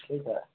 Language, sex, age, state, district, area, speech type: Hindi, male, 30-45, Bihar, Vaishali, urban, conversation